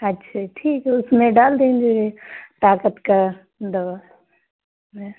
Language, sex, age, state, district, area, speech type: Hindi, female, 45-60, Uttar Pradesh, Pratapgarh, rural, conversation